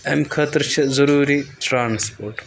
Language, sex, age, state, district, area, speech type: Kashmiri, male, 18-30, Jammu and Kashmir, Budgam, rural, spontaneous